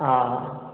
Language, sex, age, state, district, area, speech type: Sindhi, male, 60+, Gujarat, Junagadh, rural, conversation